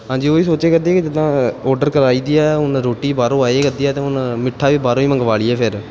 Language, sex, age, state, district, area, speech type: Punjabi, male, 18-30, Punjab, Pathankot, urban, spontaneous